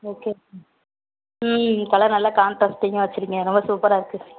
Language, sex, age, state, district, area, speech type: Tamil, female, 30-45, Tamil Nadu, Tiruppur, rural, conversation